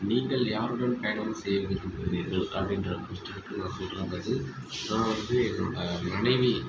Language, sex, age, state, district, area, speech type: Tamil, male, 30-45, Tamil Nadu, Pudukkottai, rural, spontaneous